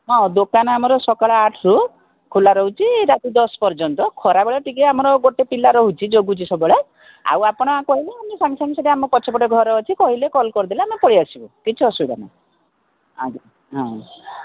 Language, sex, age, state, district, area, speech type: Odia, female, 45-60, Odisha, Koraput, urban, conversation